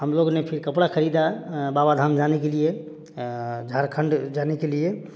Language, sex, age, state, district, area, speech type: Hindi, male, 30-45, Bihar, Samastipur, urban, spontaneous